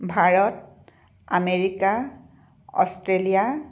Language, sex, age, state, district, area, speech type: Assamese, female, 45-60, Assam, Tinsukia, rural, spontaneous